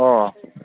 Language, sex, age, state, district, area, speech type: Manipuri, male, 18-30, Manipur, Kangpokpi, urban, conversation